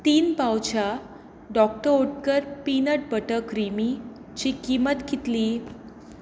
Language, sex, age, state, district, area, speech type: Goan Konkani, female, 18-30, Goa, Tiswadi, rural, read